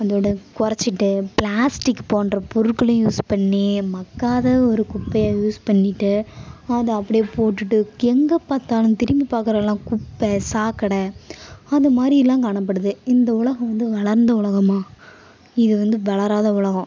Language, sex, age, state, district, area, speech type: Tamil, female, 18-30, Tamil Nadu, Kallakurichi, urban, spontaneous